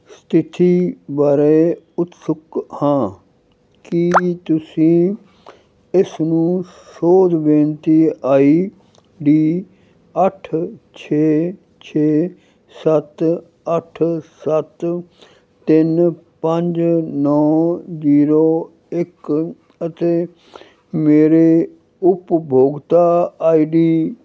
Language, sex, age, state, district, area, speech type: Punjabi, male, 60+, Punjab, Fazilka, rural, read